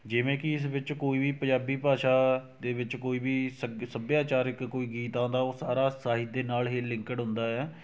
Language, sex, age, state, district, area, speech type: Punjabi, male, 60+, Punjab, Shaheed Bhagat Singh Nagar, rural, spontaneous